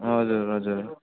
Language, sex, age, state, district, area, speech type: Nepali, male, 18-30, West Bengal, Darjeeling, rural, conversation